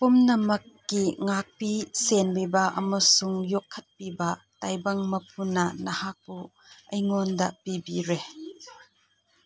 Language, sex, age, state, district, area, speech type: Manipuri, female, 45-60, Manipur, Chandel, rural, read